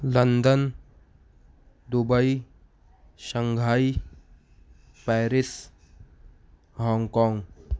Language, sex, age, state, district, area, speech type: Urdu, male, 18-30, Maharashtra, Nashik, urban, spontaneous